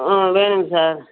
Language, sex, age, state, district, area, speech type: Tamil, female, 45-60, Tamil Nadu, Nagapattinam, rural, conversation